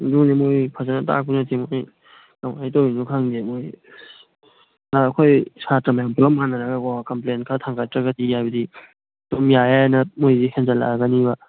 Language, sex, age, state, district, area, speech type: Manipuri, male, 18-30, Manipur, Kangpokpi, urban, conversation